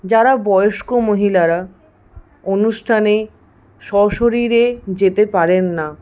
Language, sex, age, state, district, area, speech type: Bengali, female, 60+, West Bengal, Paschim Bardhaman, rural, spontaneous